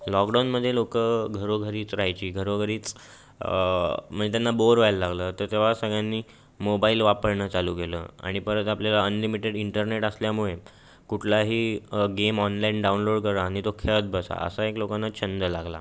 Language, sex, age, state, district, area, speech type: Marathi, male, 18-30, Maharashtra, Raigad, urban, spontaneous